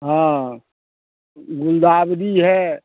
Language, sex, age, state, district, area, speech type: Hindi, male, 60+, Bihar, Darbhanga, urban, conversation